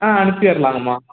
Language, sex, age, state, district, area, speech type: Tamil, male, 18-30, Tamil Nadu, Tiruchirappalli, rural, conversation